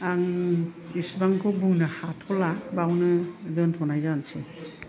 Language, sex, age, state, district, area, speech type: Bodo, female, 60+, Assam, Kokrajhar, urban, spontaneous